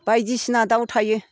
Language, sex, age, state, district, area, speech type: Bodo, female, 60+, Assam, Chirang, rural, spontaneous